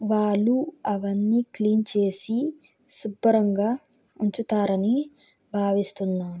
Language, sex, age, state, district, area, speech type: Telugu, female, 18-30, Andhra Pradesh, Krishna, rural, spontaneous